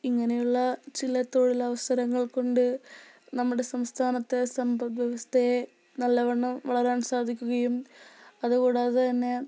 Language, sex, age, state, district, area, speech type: Malayalam, female, 18-30, Kerala, Wayanad, rural, spontaneous